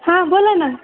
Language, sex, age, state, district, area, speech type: Marathi, female, 30-45, Maharashtra, Osmanabad, rural, conversation